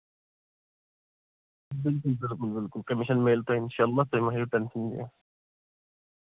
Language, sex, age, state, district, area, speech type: Kashmiri, male, 18-30, Jammu and Kashmir, Anantnag, rural, conversation